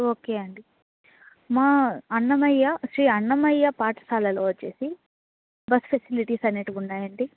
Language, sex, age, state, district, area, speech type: Telugu, female, 18-30, Andhra Pradesh, Annamaya, rural, conversation